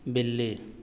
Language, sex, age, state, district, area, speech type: Hindi, male, 30-45, Uttar Pradesh, Azamgarh, rural, read